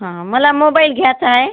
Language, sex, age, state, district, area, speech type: Marathi, female, 45-60, Maharashtra, Washim, rural, conversation